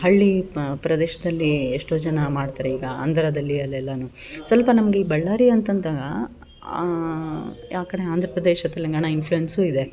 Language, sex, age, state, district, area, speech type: Kannada, female, 30-45, Karnataka, Bellary, rural, spontaneous